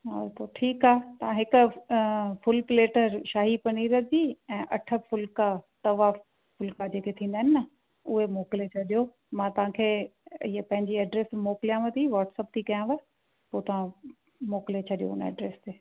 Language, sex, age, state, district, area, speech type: Sindhi, female, 45-60, Rajasthan, Ajmer, urban, conversation